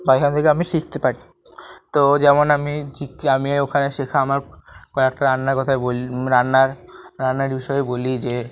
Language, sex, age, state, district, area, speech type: Bengali, male, 30-45, West Bengal, Paschim Bardhaman, urban, spontaneous